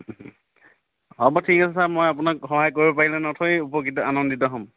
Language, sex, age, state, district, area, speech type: Assamese, male, 30-45, Assam, Charaideo, urban, conversation